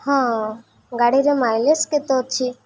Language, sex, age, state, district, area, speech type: Odia, female, 18-30, Odisha, Malkangiri, urban, spontaneous